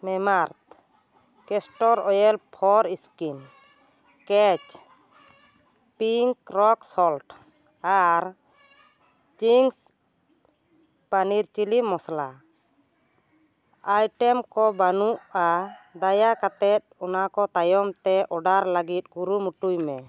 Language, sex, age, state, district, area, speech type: Santali, female, 30-45, West Bengal, Bankura, rural, read